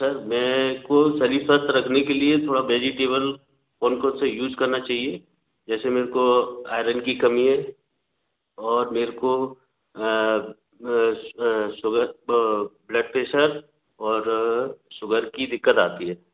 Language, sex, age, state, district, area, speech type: Hindi, male, 45-60, Madhya Pradesh, Gwalior, rural, conversation